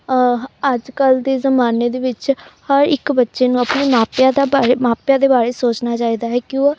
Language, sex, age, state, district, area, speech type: Punjabi, female, 18-30, Punjab, Amritsar, urban, spontaneous